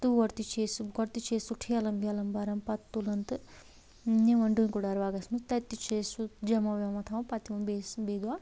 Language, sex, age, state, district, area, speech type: Kashmiri, female, 30-45, Jammu and Kashmir, Anantnag, rural, spontaneous